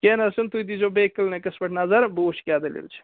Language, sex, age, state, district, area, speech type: Kashmiri, male, 18-30, Jammu and Kashmir, Baramulla, rural, conversation